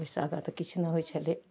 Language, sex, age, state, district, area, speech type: Maithili, female, 45-60, Bihar, Darbhanga, urban, spontaneous